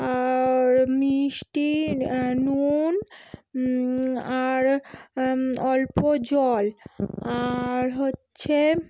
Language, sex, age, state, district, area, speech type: Bengali, female, 30-45, West Bengal, Howrah, urban, spontaneous